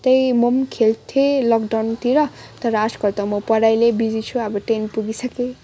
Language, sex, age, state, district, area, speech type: Nepali, female, 18-30, West Bengal, Kalimpong, rural, spontaneous